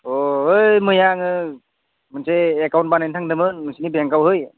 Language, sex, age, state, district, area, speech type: Bodo, male, 18-30, Assam, Udalguri, rural, conversation